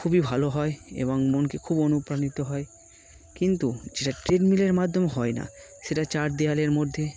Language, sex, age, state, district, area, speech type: Bengali, male, 18-30, West Bengal, Darjeeling, urban, spontaneous